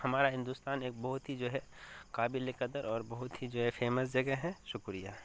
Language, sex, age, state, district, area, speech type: Urdu, male, 18-30, Bihar, Darbhanga, rural, spontaneous